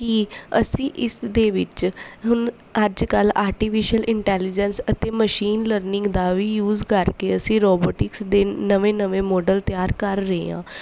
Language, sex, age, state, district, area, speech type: Punjabi, female, 18-30, Punjab, Bathinda, urban, spontaneous